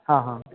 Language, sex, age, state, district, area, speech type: Marathi, male, 18-30, Maharashtra, Ahmednagar, rural, conversation